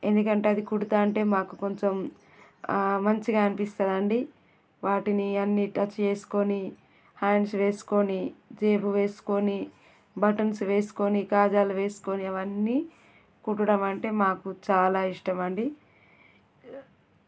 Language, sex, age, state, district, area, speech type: Telugu, female, 30-45, Telangana, Peddapalli, urban, spontaneous